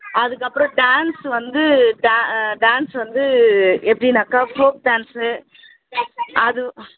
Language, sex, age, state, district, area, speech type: Tamil, female, 18-30, Tamil Nadu, Chennai, urban, conversation